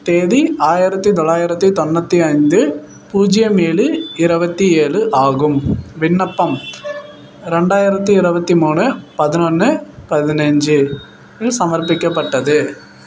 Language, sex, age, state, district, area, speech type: Tamil, male, 18-30, Tamil Nadu, Perambalur, rural, read